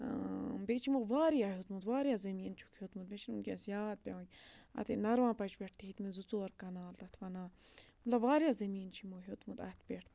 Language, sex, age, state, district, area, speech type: Kashmiri, female, 45-60, Jammu and Kashmir, Budgam, rural, spontaneous